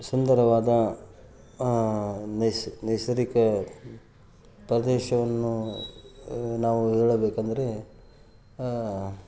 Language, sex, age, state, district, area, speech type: Kannada, male, 30-45, Karnataka, Gadag, rural, spontaneous